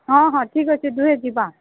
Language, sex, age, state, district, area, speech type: Odia, female, 18-30, Odisha, Balangir, urban, conversation